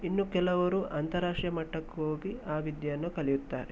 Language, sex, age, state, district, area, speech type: Kannada, male, 18-30, Karnataka, Shimoga, rural, spontaneous